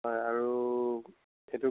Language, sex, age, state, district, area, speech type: Assamese, male, 45-60, Assam, Nagaon, rural, conversation